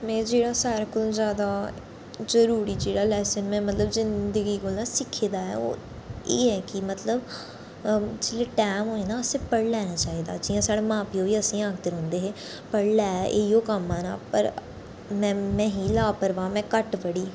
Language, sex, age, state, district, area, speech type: Dogri, female, 30-45, Jammu and Kashmir, Reasi, urban, spontaneous